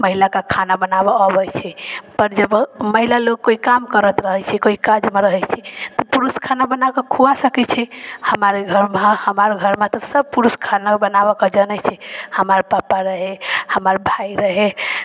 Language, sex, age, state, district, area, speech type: Maithili, female, 45-60, Bihar, Sitamarhi, rural, spontaneous